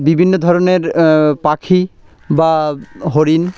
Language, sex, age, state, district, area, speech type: Bengali, male, 30-45, West Bengal, Birbhum, urban, spontaneous